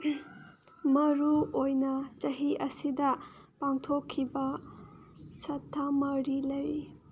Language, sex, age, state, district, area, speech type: Manipuri, female, 30-45, Manipur, Senapati, rural, read